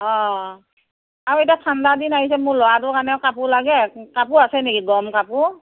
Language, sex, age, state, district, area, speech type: Assamese, female, 45-60, Assam, Morigaon, rural, conversation